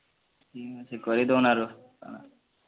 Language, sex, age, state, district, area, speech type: Odia, male, 18-30, Odisha, Bargarh, urban, conversation